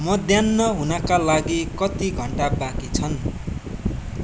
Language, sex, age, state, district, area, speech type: Nepali, male, 18-30, West Bengal, Darjeeling, rural, read